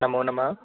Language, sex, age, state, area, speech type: Sanskrit, male, 18-30, Rajasthan, rural, conversation